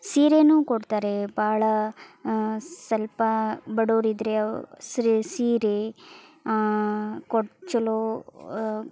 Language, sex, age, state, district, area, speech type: Kannada, female, 30-45, Karnataka, Gadag, rural, spontaneous